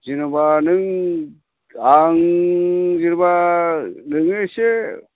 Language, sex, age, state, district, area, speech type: Bodo, male, 45-60, Assam, Chirang, rural, conversation